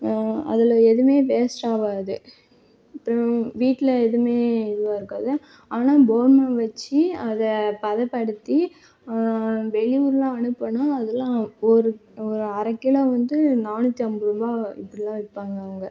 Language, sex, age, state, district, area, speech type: Tamil, female, 18-30, Tamil Nadu, Cuddalore, rural, spontaneous